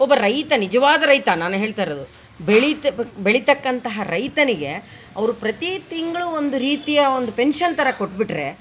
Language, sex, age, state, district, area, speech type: Kannada, female, 45-60, Karnataka, Vijayanagara, rural, spontaneous